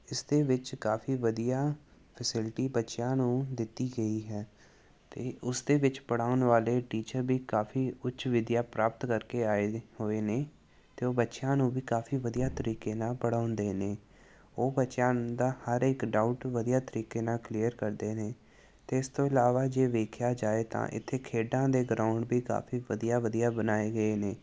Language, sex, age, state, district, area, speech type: Punjabi, male, 18-30, Punjab, Gurdaspur, urban, spontaneous